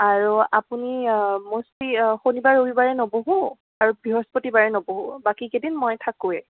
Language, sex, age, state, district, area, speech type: Assamese, female, 18-30, Assam, Kamrup Metropolitan, urban, conversation